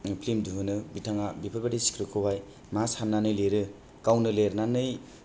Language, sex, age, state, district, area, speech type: Bodo, male, 18-30, Assam, Kokrajhar, rural, spontaneous